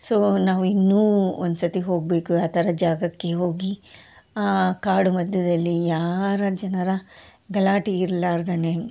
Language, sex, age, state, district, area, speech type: Kannada, female, 45-60, Karnataka, Koppal, urban, spontaneous